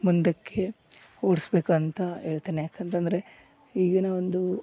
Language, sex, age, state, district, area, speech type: Kannada, male, 18-30, Karnataka, Koppal, urban, spontaneous